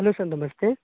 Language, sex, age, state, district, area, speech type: Urdu, male, 30-45, Bihar, Darbhanga, rural, conversation